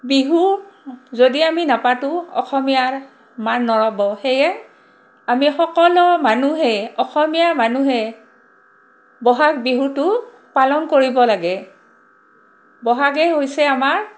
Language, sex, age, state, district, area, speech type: Assamese, female, 45-60, Assam, Barpeta, rural, spontaneous